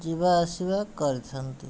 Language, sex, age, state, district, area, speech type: Odia, male, 60+, Odisha, Khordha, rural, spontaneous